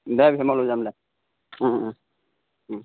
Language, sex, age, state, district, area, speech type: Assamese, male, 18-30, Assam, Darrang, rural, conversation